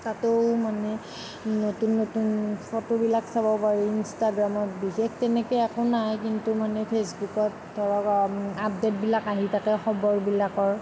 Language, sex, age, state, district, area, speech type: Assamese, female, 30-45, Assam, Nagaon, urban, spontaneous